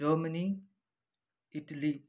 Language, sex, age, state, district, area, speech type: Nepali, male, 30-45, West Bengal, Kalimpong, rural, spontaneous